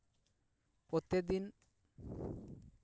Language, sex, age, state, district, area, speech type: Santali, male, 30-45, West Bengal, Paschim Bardhaman, rural, spontaneous